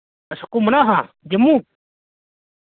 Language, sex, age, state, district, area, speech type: Dogri, male, 30-45, Jammu and Kashmir, Jammu, urban, conversation